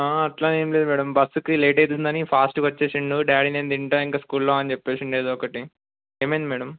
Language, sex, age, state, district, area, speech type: Telugu, male, 30-45, Telangana, Ranga Reddy, urban, conversation